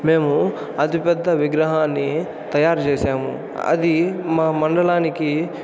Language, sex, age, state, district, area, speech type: Telugu, male, 18-30, Andhra Pradesh, Chittoor, rural, spontaneous